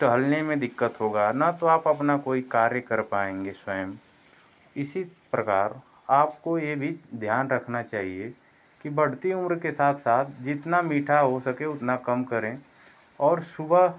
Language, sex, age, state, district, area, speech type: Hindi, male, 30-45, Uttar Pradesh, Ghazipur, urban, spontaneous